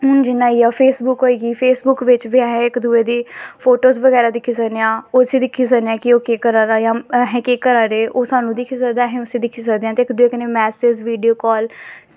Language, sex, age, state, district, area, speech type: Dogri, female, 18-30, Jammu and Kashmir, Samba, rural, spontaneous